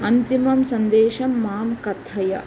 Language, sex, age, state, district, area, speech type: Sanskrit, female, 45-60, Karnataka, Mysore, urban, read